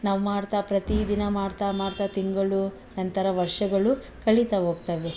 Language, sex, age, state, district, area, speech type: Kannada, female, 45-60, Karnataka, Bangalore Rural, rural, spontaneous